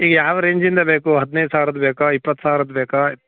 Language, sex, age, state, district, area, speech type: Kannada, male, 30-45, Karnataka, Uttara Kannada, rural, conversation